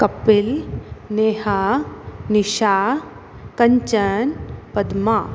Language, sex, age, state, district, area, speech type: Hindi, female, 60+, Rajasthan, Jodhpur, urban, spontaneous